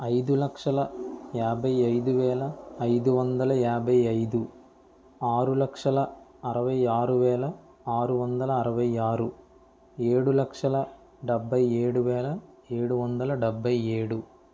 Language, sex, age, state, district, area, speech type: Telugu, male, 30-45, Andhra Pradesh, Kakinada, rural, spontaneous